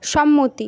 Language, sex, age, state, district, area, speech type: Bengali, female, 30-45, West Bengal, Jhargram, rural, read